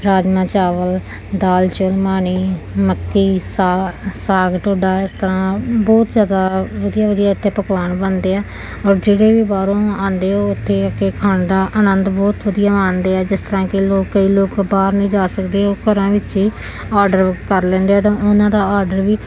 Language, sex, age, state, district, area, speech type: Punjabi, female, 30-45, Punjab, Gurdaspur, urban, spontaneous